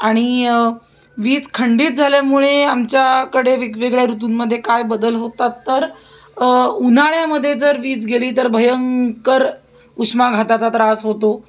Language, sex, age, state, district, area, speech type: Marathi, female, 30-45, Maharashtra, Pune, urban, spontaneous